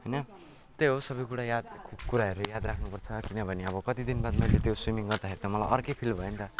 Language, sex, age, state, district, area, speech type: Nepali, male, 18-30, West Bengal, Alipurduar, rural, spontaneous